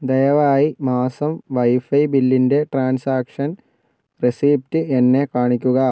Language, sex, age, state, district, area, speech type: Malayalam, male, 60+, Kerala, Wayanad, rural, read